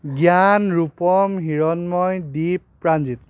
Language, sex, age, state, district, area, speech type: Assamese, male, 30-45, Assam, Biswanath, rural, spontaneous